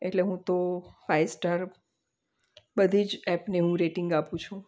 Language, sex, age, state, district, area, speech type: Gujarati, female, 45-60, Gujarat, Valsad, rural, spontaneous